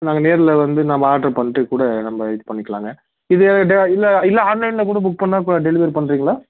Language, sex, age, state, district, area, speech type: Tamil, male, 30-45, Tamil Nadu, Salem, urban, conversation